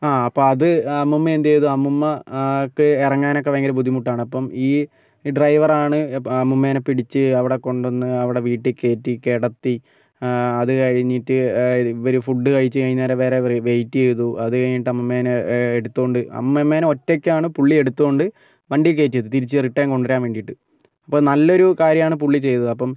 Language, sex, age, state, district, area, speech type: Malayalam, male, 60+, Kerala, Wayanad, rural, spontaneous